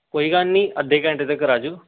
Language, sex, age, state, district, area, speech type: Punjabi, male, 18-30, Punjab, Pathankot, rural, conversation